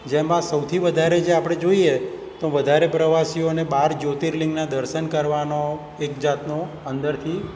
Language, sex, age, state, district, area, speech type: Gujarati, male, 60+, Gujarat, Surat, urban, spontaneous